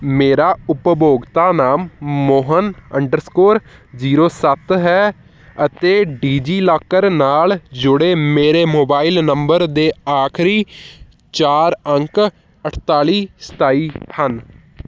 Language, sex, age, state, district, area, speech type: Punjabi, male, 18-30, Punjab, Hoshiarpur, urban, read